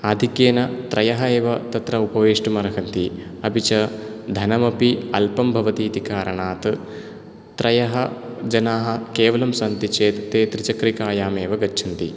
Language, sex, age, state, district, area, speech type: Sanskrit, male, 18-30, Kerala, Ernakulam, urban, spontaneous